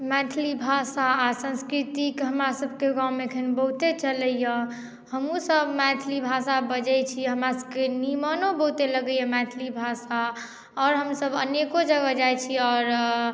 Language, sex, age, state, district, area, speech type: Maithili, female, 18-30, Bihar, Madhubani, rural, spontaneous